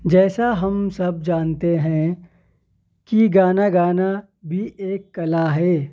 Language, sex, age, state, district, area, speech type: Urdu, male, 18-30, Uttar Pradesh, Shahjahanpur, urban, spontaneous